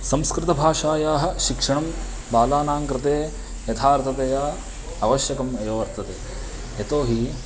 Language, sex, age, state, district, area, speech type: Sanskrit, male, 18-30, Karnataka, Uttara Kannada, rural, spontaneous